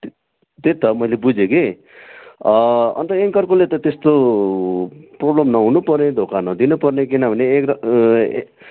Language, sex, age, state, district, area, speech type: Nepali, male, 45-60, West Bengal, Darjeeling, rural, conversation